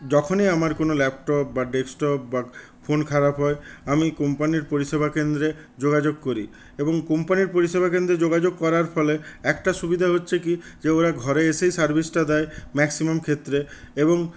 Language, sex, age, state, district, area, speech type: Bengali, male, 60+, West Bengal, Purulia, rural, spontaneous